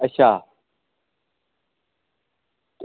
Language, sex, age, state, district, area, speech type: Dogri, male, 18-30, Jammu and Kashmir, Samba, rural, conversation